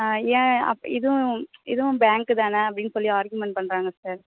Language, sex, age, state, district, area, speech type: Tamil, female, 18-30, Tamil Nadu, Perambalur, rural, conversation